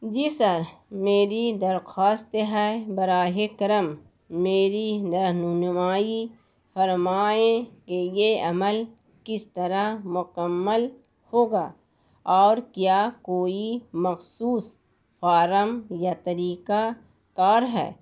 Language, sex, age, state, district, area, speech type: Urdu, female, 60+, Bihar, Gaya, urban, spontaneous